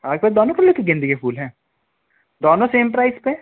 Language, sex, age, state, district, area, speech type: Hindi, male, 18-30, Madhya Pradesh, Betul, urban, conversation